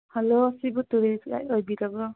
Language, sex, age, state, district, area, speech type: Manipuri, female, 45-60, Manipur, Churachandpur, urban, conversation